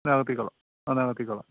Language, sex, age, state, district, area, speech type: Malayalam, male, 45-60, Kerala, Kottayam, rural, conversation